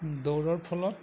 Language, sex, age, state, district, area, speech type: Assamese, male, 18-30, Assam, Majuli, urban, spontaneous